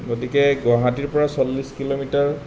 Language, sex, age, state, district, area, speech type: Assamese, male, 30-45, Assam, Nalbari, rural, spontaneous